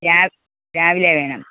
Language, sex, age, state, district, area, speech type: Malayalam, female, 45-60, Kerala, Pathanamthitta, rural, conversation